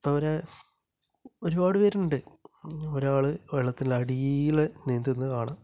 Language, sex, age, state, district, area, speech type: Malayalam, male, 30-45, Kerala, Kasaragod, urban, spontaneous